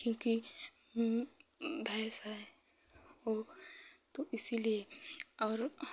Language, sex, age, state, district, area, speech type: Hindi, female, 30-45, Uttar Pradesh, Chandauli, rural, spontaneous